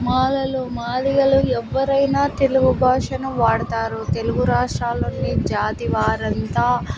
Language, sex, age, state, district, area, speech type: Telugu, female, 18-30, Andhra Pradesh, Nandyal, rural, spontaneous